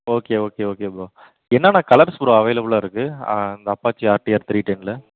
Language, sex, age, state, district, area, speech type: Tamil, male, 30-45, Tamil Nadu, Namakkal, rural, conversation